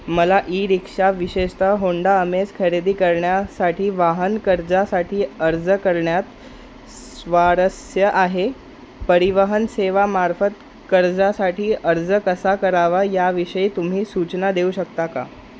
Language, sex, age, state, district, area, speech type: Marathi, male, 18-30, Maharashtra, Wardha, urban, read